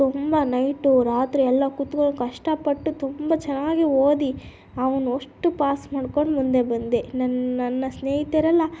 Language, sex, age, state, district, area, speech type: Kannada, female, 18-30, Karnataka, Chitradurga, rural, spontaneous